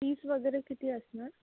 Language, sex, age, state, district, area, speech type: Marathi, female, 18-30, Maharashtra, Nagpur, urban, conversation